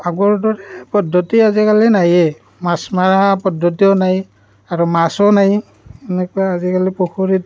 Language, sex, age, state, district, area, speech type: Assamese, male, 30-45, Assam, Barpeta, rural, spontaneous